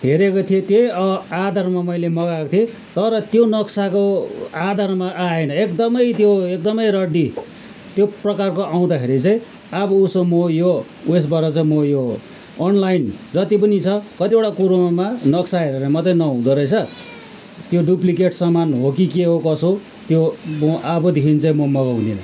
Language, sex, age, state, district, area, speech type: Nepali, male, 45-60, West Bengal, Kalimpong, rural, spontaneous